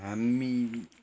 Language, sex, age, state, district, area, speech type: Nepali, male, 60+, West Bengal, Darjeeling, rural, spontaneous